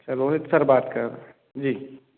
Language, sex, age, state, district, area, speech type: Hindi, male, 30-45, Madhya Pradesh, Hoshangabad, rural, conversation